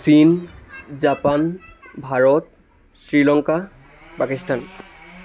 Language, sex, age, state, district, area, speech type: Assamese, male, 18-30, Assam, Dibrugarh, rural, spontaneous